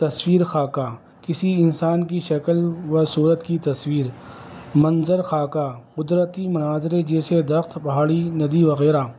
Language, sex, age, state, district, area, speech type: Urdu, male, 30-45, Delhi, North East Delhi, urban, spontaneous